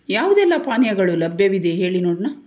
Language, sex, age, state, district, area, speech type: Kannada, female, 45-60, Karnataka, Tumkur, urban, spontaneous